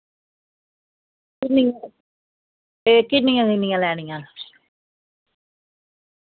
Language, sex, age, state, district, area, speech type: Dogri, female, 60+, Jammu and Kashmir, Reasi, rural, conversation